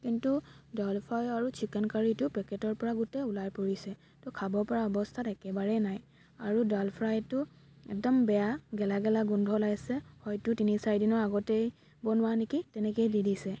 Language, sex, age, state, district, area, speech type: Assamese, female, 18-30, Assam, Dibrugarh, rural, spontaneous